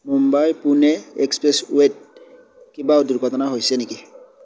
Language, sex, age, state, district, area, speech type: Assamese, male, 18-30, Assam, Darrang, rural, read